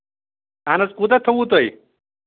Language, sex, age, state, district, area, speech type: Kashmiri, male, 30-45, Jammu and Kashmir, Anantnag, rural, conversation